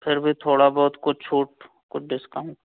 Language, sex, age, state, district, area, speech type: Hindi, male, 30-45, Madhya Pradesh, Betul, urban, conversation